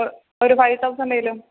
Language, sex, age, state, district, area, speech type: Malayalam, female, 30-45, Kerala, Pathanamthitta, rural, conversation